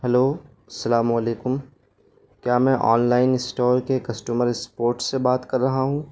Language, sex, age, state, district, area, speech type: Urdu, male, 18-30, Delhi, New Delhi, rural, spontaneous